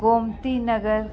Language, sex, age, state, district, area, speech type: Sindhi, female, 30-45, Uttar Pradesh, Lucknow, urban, spontaneous